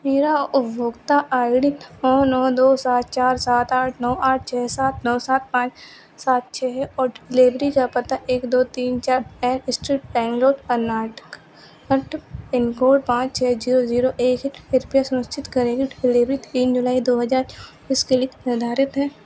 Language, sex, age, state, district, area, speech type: Hindi, female, 18-30, Madhya Pradesh, Narsinghpur, rural, read